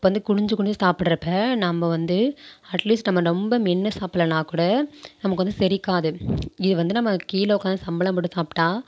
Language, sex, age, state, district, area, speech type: Tamil, female, 45-60, Tamil Nadu, Tiruvarur, rural, spontaneous